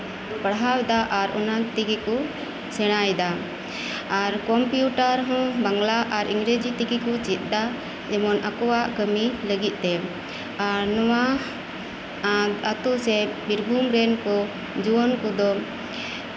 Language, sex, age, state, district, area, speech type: Santali, female, 45-60, West Bengal, Birbhum, rural, spontaneous